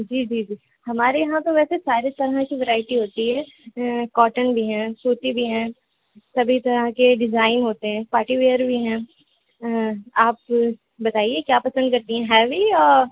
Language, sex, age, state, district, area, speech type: Urdu, female, 18-30, Uttar Pradesh, Rampur, urban, conversation